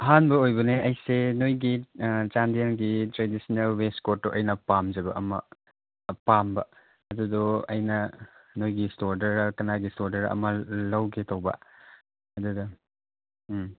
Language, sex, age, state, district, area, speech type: Manipuri, male, 30-45, Manipur, Chandel, rural, conversation